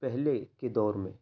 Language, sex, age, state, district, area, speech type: Urdu, male, 18-30, Uttar Pradesh, Ghaziabad, urban, spontaneous